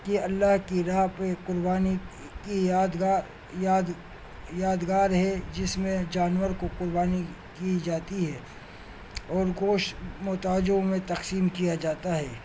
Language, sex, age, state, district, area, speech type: Urdu, male, 45-60, Delhi, New Delhi, urban, spontaneous